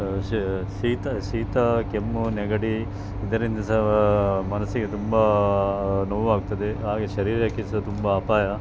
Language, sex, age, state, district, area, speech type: Kannada, male, 45-60, Karnataka, Dakshina Kannada, rural, spontaneous